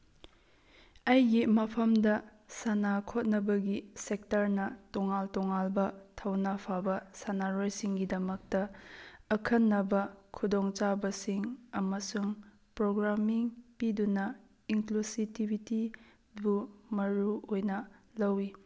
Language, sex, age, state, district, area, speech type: Manipuri, female, 30-45, Manipur, Tengnoupal, rural, spontaneous